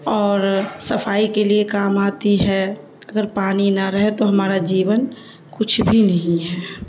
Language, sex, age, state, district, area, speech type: Urdu, female, 30-45, Bihar, Darbhanga, urban, spontaneous